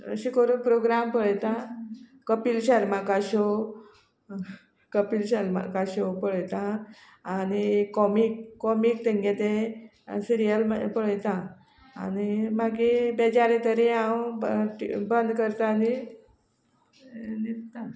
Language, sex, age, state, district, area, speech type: Goan Konkani, female, 45-60, Goa, Quepem, rural, spontaneous